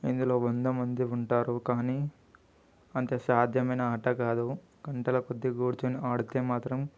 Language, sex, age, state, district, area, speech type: Telugu, male, 18-30, Telangana, Ranga Reddy, urban, spontaneous